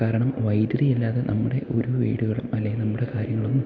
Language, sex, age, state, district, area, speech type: Malayalam, male, 18-30, Kerala, Idukki, rural, spontaneous